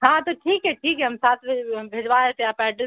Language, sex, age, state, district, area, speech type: Urdu, female, 45-60, Bihar, Khagaria, rural, conversation